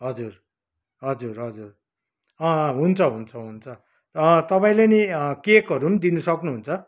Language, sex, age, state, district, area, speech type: Nepali, male, 60+, West Bengal, Kalimpong, rural, spontaneous